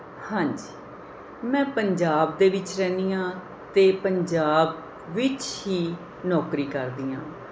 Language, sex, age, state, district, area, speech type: Punjabi, female, 45-60, Punjab, Mohali, urban, spontaneous